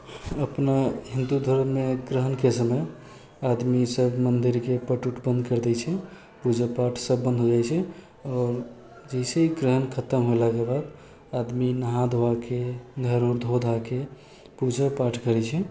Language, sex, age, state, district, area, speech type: Maithili, male, 18-30, Bihar, Sitamarhi, rural, spontaneous